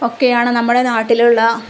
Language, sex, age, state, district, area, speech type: Malayalam, female, 30-45, Kerala, Kozhikode, rural, spontaneous